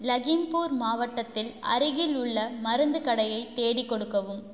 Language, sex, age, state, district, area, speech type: Tamil, female, 18-30, Tamil Nadu, Tiruchirappalli, rural, read